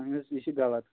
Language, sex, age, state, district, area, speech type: Kashmiri, male, 18-30, Jammu and Kashmir, Anantnag, rural, conversation